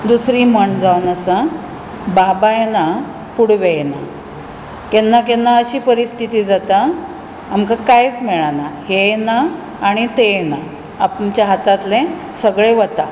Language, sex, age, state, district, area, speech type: Goan Konkani, female, 45-60, Goa, Bardez, urban, spontaneous